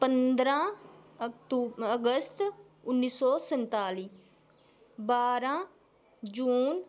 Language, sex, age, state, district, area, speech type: Dogri, female, 30-45, Jammu and Kashmir, Udhampur, urban, spontaneous